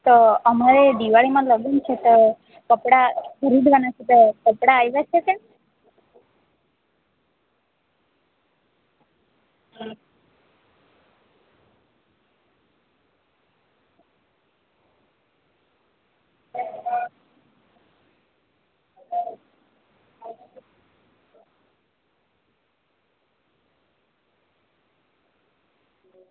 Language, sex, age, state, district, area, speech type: Gujarati, female, 18-30, Gujarat, Valsad, rural, conversation